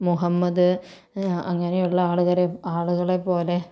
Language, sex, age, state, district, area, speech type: Malayalam, female, 45-60, Kerala, Kozhikode, urban, spontaneous